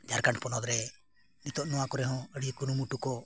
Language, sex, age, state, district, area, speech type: Santali, male, 45-60, Jharkhand, Bokaro, rural, spontaneous